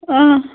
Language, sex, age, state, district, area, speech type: Kashmiri, female, 30-45, Jammu and Kashmir, Bandipora, rural, conversation